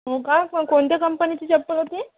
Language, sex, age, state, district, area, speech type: Marathi, female, 18-30, Maharashtra, Amravati, urban, conversation